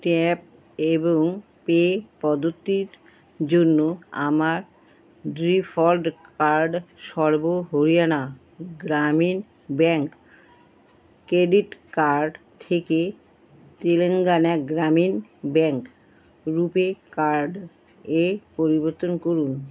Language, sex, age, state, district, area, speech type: Bengali, female, 45-60, West Bengal, Alipurduar, rural, read